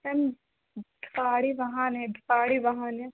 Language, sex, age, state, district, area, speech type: Hindi, female, 18-30, Madhya Pradesh, Narsinghpur, rural, conversation